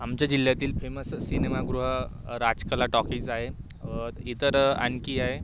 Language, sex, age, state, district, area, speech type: Marathi, male, 18-30, Maharashtra, Wardha, urban, spontaneous